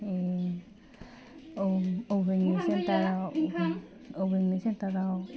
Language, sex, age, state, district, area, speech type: Bodo, female, 18-30, Assam, Udalguri, urban, spontaneous